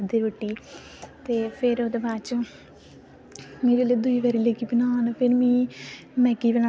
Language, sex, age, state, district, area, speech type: Dogri, female, 18-30, Jammu and Kashmir, Samba, rural, spontaneous